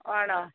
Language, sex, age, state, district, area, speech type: Malayalam, female, 18-30, Kerala, Kozhikode, rural, conversation